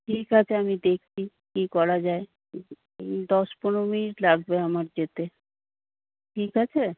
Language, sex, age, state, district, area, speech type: Bengali, female, 60+, West Bengal, Paschim Medinipur, urban, conversation